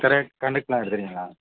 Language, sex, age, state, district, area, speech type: Tamil, male, 18-30, Tamil Nadu, Thanjavur, rural, conversation